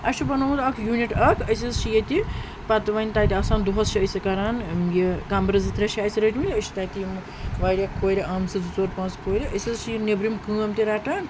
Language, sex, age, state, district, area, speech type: Kashmiri, female, 30-45, Jammu and Kashmir, Srinagar, urban, spontaneous